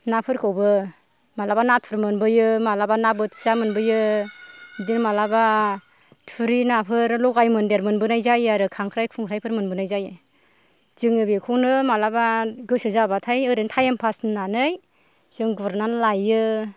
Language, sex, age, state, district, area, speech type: Bodo, female, 60+, Assam, Kokrajhar, rural, spontaneous